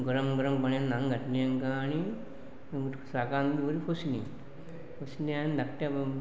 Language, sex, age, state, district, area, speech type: Goan Konkani, male, 45-60, Goa, Pernem, rural, spontaneous